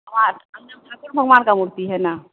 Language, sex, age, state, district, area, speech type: Hindi, female, 30-45, Bihar, Begusarai, rural, conversation